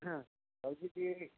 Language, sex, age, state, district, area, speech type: Bengali, male, 60+, West Bengal, Uttar Dinajpur, urban, conversation